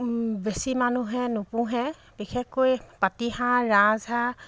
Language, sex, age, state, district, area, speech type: Assamese, female, 45-60, Assam, Dibrugarh, rural, spontaneous